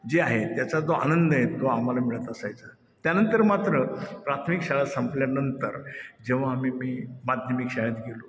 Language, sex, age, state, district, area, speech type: Marathi, male, 60+, Maharashtra, Ahmednagar, urban, spontaneous